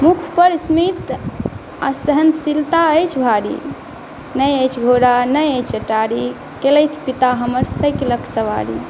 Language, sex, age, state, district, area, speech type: Maithili, female, 18-30, Bihar, Saharsa, rural, spontaneous